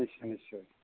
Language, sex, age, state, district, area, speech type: Assamese, male, 60+, Assam, Majuli, urban, conversation